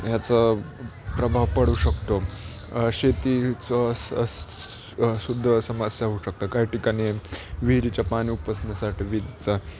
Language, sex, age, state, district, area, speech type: Marathi, male, 18-30, Maharashtra, Nashik, urban, spontaneous